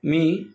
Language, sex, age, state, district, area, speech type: Marathi, male, 30-45, Maharashtra, Palghar, urban, spontaneous